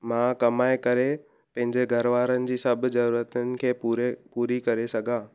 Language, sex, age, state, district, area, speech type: Sindhi, male, 18-30, Gujarat, Surat, urban, spontaneous